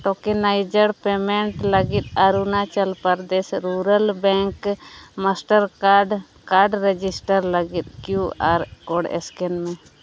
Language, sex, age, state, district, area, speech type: Santali, female, 30-45, Jharkhand, Seraikela Kharsawan, rural, read